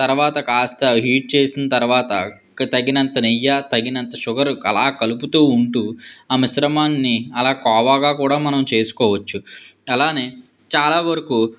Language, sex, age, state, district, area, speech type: Telugu, male, 18-30, Andhra Pradesh, Vizianagaram, urban, spontaneous